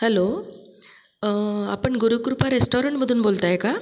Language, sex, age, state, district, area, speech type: Marathi, female, 45-60, Maharashtra, Buldhana, rural, spontaneous